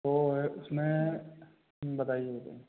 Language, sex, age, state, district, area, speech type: Hindi, male, 18-30, Madhya Pradesh, Katni, urban, conversation